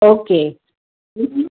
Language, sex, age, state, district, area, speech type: Marathi, female, 45-60, Maharashtra, Pune, urban, conversation